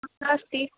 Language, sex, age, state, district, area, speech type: Sanskrit, female, 18-30, Kerala, Thrissur, rural, conversation